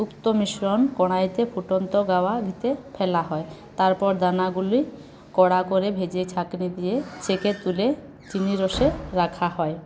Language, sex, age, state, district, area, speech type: Bengali, female, 60+, West Bengal, Paschim Bardhaman, urban, spontaneous